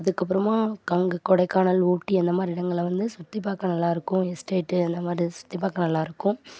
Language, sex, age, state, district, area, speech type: Tamil, female, 18-30, Tamil Nadu, Thoothukudi, rural, spontaneous